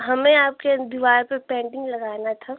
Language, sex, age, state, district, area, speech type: Hindi, female, 18-30, Uttar Pradesh, Ghazipur, rural, conversation